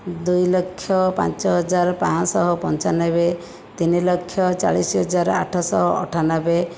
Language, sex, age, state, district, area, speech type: Odia, female, 45-60, Odisha, Jajpur, rural, spontaneous